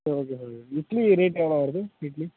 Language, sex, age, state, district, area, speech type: Tamil, male, 18-30, Tamil Nadu, Tenkasi, urban, conversation